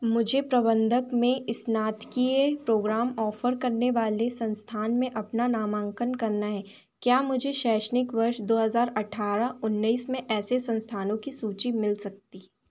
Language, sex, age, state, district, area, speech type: Hindi, female, 18-30, Madhya Pradesh, Chhindwara, urban, read